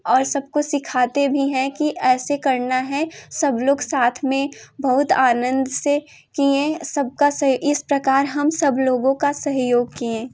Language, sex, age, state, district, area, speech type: Hindi, female, 18-30, Uttar Pradesh, Jaunpur, urban, spontaneous